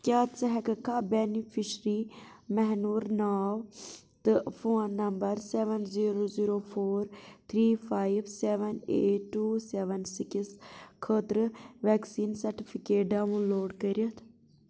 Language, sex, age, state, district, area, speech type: Kashmiri, female, 30-45, Jammu and Kashmir, Budgam, rural, read